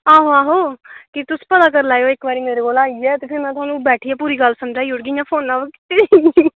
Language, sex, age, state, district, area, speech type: Dogri, female, 18-30, Jammu and Kashmir, Kathua, rural, conversation